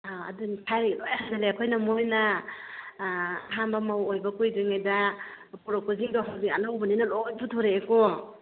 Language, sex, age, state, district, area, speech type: Manipuri, female, 45-60, Manipur, Kakching, rural, conversation